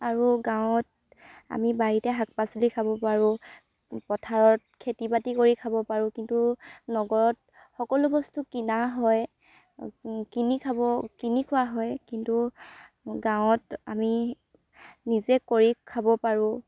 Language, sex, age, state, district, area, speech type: Assamese, female, 18-30, Assam, Dhemaji, rural, spontaneous